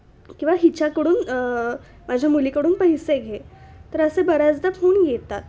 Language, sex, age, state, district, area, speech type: Marathi, female, 18-30, Maharashtra, Nashik, urban, spontaneous